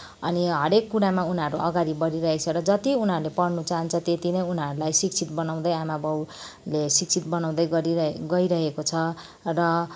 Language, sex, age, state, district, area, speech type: Nepali, female, 45-60, West Bengal, Kalimpong, rural, spontaneous